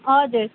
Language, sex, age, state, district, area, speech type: Nepali, female, 18-30, West Bengal, Jalpaiguri, rural, conversation